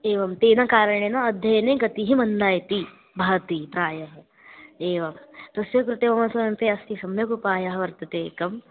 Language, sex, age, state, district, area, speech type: Sanskrit, female, 18-30, Maharashtra, Chandrapur, rural, conversation